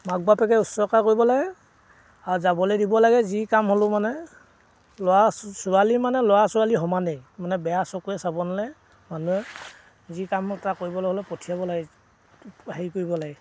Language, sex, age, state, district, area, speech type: Assamese, male, 60+, Assam, Dibrugarh, rural, spontaneous